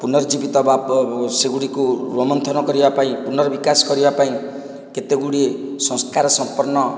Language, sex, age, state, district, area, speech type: Odia, male, 45-60, Odisha, Nayagarh, rural, spontaneous